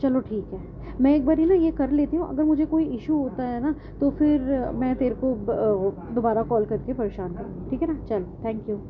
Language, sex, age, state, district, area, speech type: Urdu, female, 30-45, Delhi, North East Delhi, urban, spontaneous